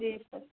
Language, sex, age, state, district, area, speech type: Hindi, female, 30-45, Madhya Pradesh, Bhopal, rural, conversation